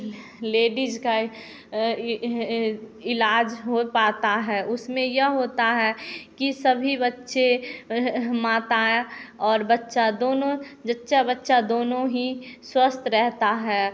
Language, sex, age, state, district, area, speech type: Hindi, female, 18-30, Bihar, Samastipur, rural, spontaneous